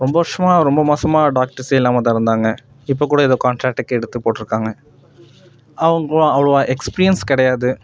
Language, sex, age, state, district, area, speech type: Tamil, male, 18-30, Tamil Nadu, Nagapattinam, rural, spontaneous